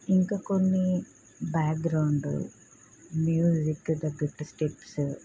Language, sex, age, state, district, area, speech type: Telugu, female, 30-45, Telangana, Peddapalli, rural, spontaneous